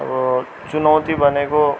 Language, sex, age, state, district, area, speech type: Nepali, male, 30-45, West Bengal, Darjeeling, rural, spontaneous